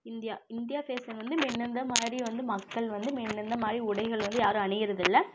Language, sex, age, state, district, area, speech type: Tamil, female, 18-30, Tamil Nadu, Namakkal, rural, spontaneous